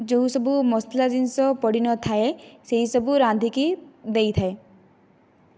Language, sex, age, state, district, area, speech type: Odia, female, 18-30, Odisha, Kandhamal, rural, spontaneous